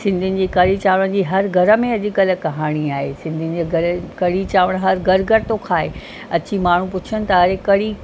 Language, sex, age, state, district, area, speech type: Sindhi, female, 45-60, Maharashtra, Mumbai Suburban, urban, spontaneous